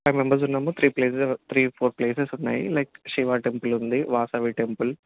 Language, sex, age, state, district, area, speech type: Telugu, male, 30-45, Telangana, Peddapalli, rural, conversation